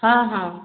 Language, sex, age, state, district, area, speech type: Odia, female, 45-60, Odisha, Gajapati, rural, conversation